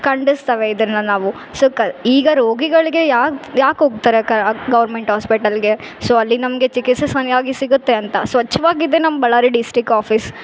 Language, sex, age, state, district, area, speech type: Kannada, female, 18-30, Karnataka, Bellary, urban, spontaneous